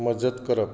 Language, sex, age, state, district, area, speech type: Goan Konkani, male, 45-60, Goa, Bardez, rural, read